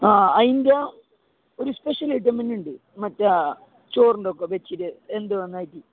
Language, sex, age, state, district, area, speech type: Malayalam, male, 18-30, Kerala, Kasaragod, urban, conversation